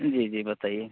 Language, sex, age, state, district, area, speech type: Hindi, male, 30-45, Uttar Pradesh, Mirzapur, urban, conversation